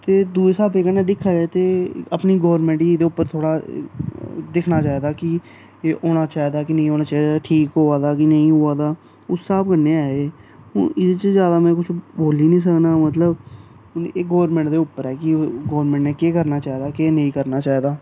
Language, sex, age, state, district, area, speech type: Dogri, male, 18-30, Jammu and Kashmir, Samba, rural, spontaneous